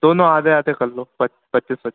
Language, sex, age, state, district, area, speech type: Hindi, male, 18-30, Madhya Pradesh, Harda, urban, conversation